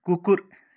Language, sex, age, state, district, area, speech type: Nepali, male, 45-60, West Bengal, Kalimpong, rural, read